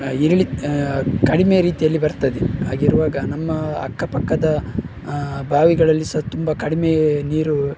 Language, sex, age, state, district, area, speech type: Kannada, male, 30-45, Karnataka, Udupi, rural, spontaneous